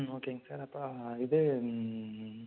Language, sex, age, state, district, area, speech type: Tamil, male, 18-30, Tamil Nadu, Erode, rural, conversation